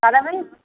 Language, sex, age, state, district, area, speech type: Tamil, female, 45-60, Tamil Nadu, Theni, rural, conversation